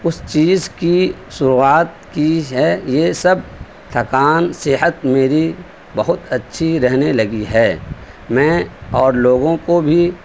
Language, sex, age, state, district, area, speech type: Urdu, male, 30-45, Delhi, Central Delhi, urban, spontaneous